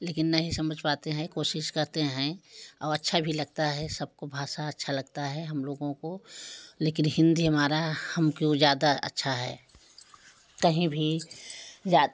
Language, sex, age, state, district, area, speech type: Hindi, female, 45-60, Uttar Pradesh, Prayagraj, rural, spontaneous